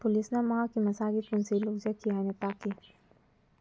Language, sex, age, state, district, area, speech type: Manipuri, female, 18-30, Manipur, Senapati, rural, read